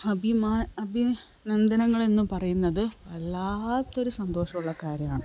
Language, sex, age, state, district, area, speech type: Malayalam, female, 45-60, Kerala, Kasaragod, rural, spontaneous